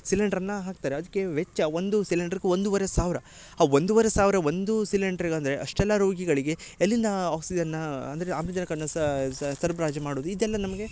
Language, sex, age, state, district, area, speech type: Kannada, male, 18-30, Karnataka, Uttara Kannada, rural, spontaneous